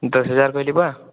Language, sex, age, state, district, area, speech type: Odia, male, 18-30, Odisha, Boudh, rural, conversation